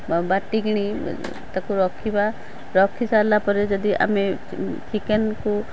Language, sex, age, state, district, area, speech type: Odia, female, 45-60, Odisha, Cuttack, urban, spontaneous